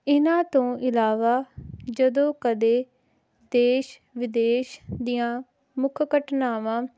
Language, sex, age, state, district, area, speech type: Punjabi, female, 18-30, Punjab, Hoshiarpur, rural, spontaneous